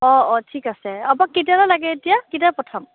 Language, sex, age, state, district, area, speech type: Assamese, female, 18-30, Assam, Morigaon, rural, conversation